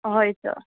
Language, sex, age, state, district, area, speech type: Goan Konkani, female, 30-45, Goa, Quepem, rural, conversation